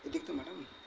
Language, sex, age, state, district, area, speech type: Odia, male, 45-60, Odisha, Kendrapara, urban, spontaneous